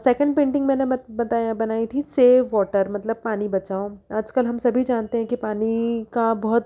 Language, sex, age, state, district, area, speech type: Hindi, female, 30-45, Madhya Pradesh, Ujjain, urban, spontaneous